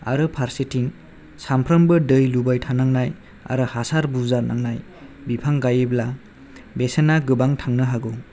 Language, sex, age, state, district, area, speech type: Bodo, male, 18-30, Assam, Chirang, urban, spontaneous